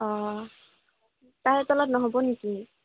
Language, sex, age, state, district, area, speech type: Assamese, female, 18-30, Assam, Kamrup Metropolitan, urban, conversation